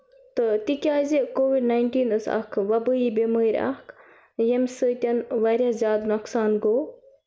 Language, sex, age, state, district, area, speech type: Kashmiri, female, 30-45, Jammu and Kashmir, Baramulla, urban, spontaneous